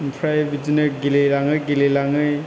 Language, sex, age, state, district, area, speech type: Bodo, male, 18-30, Assam, Chirang, urban, spontaneous